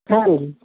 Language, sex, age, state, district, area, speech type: Punjabi, female, 45-60, Punjab, Firozpur, rural, conversation